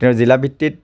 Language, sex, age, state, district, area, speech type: Assamese, male, 30-45, Assam, Charaideo, rural, spontaneous